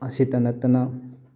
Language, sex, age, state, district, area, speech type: Manipuri, male, 30-45, Manipur, Thoubal, rural, spontaneous